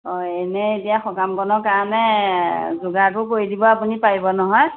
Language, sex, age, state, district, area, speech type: Assamese, female, 45-60, Assam, Majuli, rural, conversation